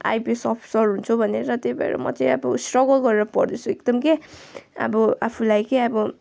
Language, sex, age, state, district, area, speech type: Nepali, female, 18-30, West Bengal, Kalimpong, rural, spontaneous